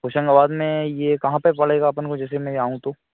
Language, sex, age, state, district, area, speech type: Hindi, male, 30-45, Madhya Pradesh, Hoshangabad, rural, conversation